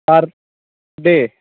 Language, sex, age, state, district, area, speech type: Bengali, male, 18-30, West Bengal, Bankura, urban, conversation